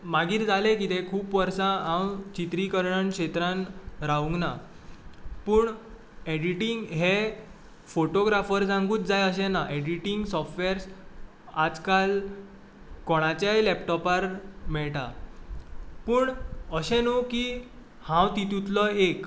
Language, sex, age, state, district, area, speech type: Goan Konkani, male, 18-30, Goa, Tiswadi, rural, spontaneous